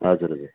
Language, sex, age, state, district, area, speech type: Nepali, male, 45-60, West Bengal, Darjeeling, rural, conversation